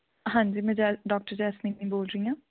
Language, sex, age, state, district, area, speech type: Punjabi, female, 18-30, Punjab, Fatehgarh Sahib, rural, conversation